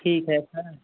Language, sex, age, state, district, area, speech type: Hindi, male, 18-30, Uttar Pradesh, Ghazipur, rural, conversation